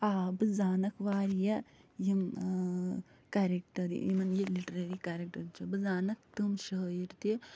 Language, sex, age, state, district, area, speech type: Kashmiri, female, 45-60, Jammu and Kashmir, Budgam, rural, spontaneous